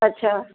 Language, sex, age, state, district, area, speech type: Sindhi, female, 60+, Gujarat, Kutch, urban, conversation